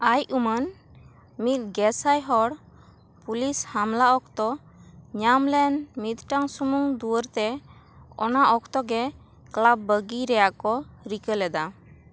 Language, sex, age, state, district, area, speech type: Santali, female, 18-30, West Bengal, Bankura, rural, read